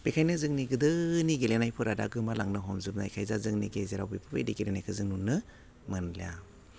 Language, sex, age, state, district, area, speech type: Bodo, male, 30-45, Assam, Udalguri, rural, spontaneous